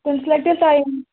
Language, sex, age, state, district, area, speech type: Kashmiri, female, 30-45, Jammu and Kashmir, Kulgam, rural, conversation